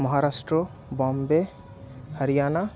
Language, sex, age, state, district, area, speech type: Bengali, male, 60+, West Bengal, Paschim Bardhaman, urban, spontaneous